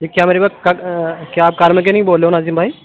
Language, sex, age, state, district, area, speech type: Urdu, male, 18-30, Uttar Pradesh, Gautam Buddha Nagar, urban, conversation